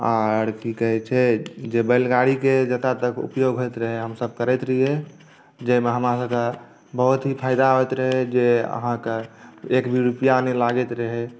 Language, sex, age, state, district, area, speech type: Maithili, male, 30-45, Bihar, Saharsa, urban, spontaneous